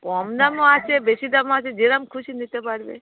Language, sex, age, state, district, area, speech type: Bengali, male, 60+, West Bengal, Darjeeling, rural, conversation